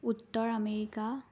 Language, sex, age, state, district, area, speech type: Assamese, female, 18-30, Assam, Sonitpur, rural, spontaneous